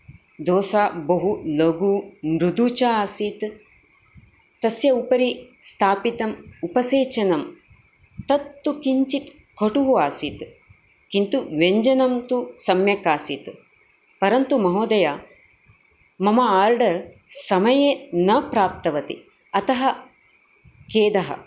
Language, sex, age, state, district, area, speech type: Sanskrit, female, 45-60, Karnataka, Dakshina Kannada, urban, spontaneous